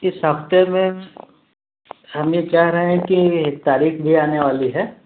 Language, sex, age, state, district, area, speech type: Urdu, male, 30-45, Delhi, New Delhi, urban, conversation